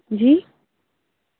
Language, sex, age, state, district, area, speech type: Urdu, female, 18-30, Delhi, North East Delhi, urban, conversation